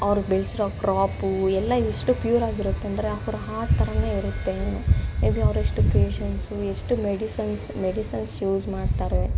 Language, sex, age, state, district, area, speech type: Kannada, female, 18-30, Karnataka, Bangalore Urban, rural, spontaneous